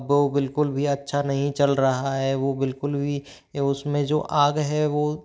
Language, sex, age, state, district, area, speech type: Hindi, male, 30-45, Rajasthan, Jaipur, urban, spontaneous